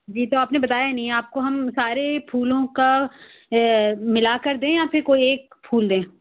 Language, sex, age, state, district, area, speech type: Urdu, female, 30-45, Delhi, South Delhi, urban, conversation